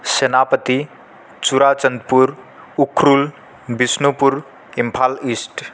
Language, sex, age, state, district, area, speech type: Sanskrit, male, 18-30, Manipur, Kangpokpi, rural, spontaneous